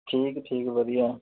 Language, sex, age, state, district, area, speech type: Punjabi, male, 30-45, Punjab, Bathinda, rural, conversation